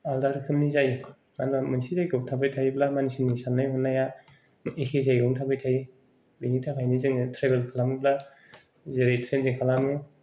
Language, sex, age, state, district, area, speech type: Bodo, male, 30-45, Assam, Kokrajhar, rural, spontaneous